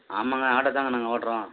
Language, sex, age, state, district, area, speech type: Tamil, male, 45-60, Tamil Nadu, Tiruvannamalai, rural, conversation